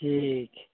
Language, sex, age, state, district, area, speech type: Santali, male, 30-45, Jharkhand, East Singhbhum, rural, conversation